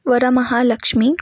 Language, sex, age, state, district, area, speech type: Kannada, female, 18-30, Karnataka, Chikkamagaluru, rural, spontaneous